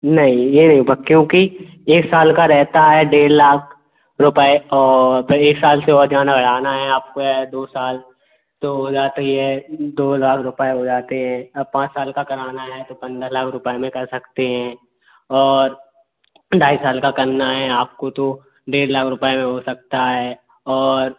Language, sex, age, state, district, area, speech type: Hindi, male, 18-30, Madhya Pradesh, Gwalior, rural, conversation